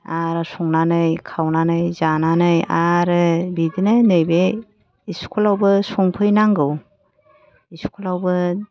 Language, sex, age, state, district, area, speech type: Bodo, female, 45-60, Assam, Kokrajhar, urban, spontaneous